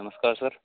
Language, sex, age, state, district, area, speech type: Hindi, male, 18-30, Rajasthan, Nagaur, rural, conversation